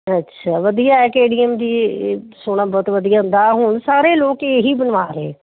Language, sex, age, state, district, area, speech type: Punjabi, female, 45-60, Punjab, Firozpur, rural, conversation